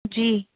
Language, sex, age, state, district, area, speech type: Urdu, female, 30-45, Delhi, Central Delhi, urban, conversation